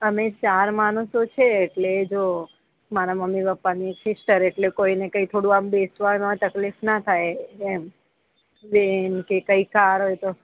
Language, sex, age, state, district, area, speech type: Gujarati, female, 30-45, Gujarat, Ahmedabad, urban, conversation